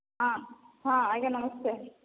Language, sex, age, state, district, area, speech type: Odia, female, 30-45, Odisha, Boudh, rural, conversation